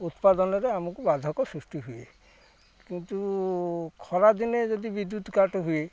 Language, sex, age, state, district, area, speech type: Odia, male, 30-45, Odisha, Jagatsinghpur, urban, spontaneous